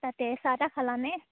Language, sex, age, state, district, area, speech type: Assamese, female, 18-30, Assam, Charaideo, rural, conversation